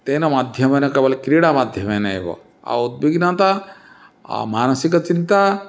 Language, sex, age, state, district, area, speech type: Sanskrit, male, 45-60, Odisha, Cuttack, urban, spontaneous